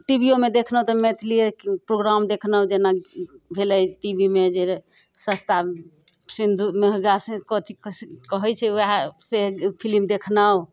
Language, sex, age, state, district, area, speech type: Maithili, female, 45-60, Bihar, Muzaffarpur, urban, spontaneous